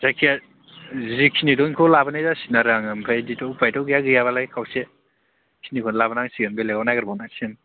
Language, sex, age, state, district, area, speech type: Bodo, male, 18-30, Assam, Baksa, rural, conversation